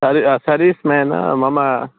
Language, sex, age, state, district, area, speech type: Sanskrit, male, 18-30, Uttar Pradesh, Pratapgarh, rural, conversation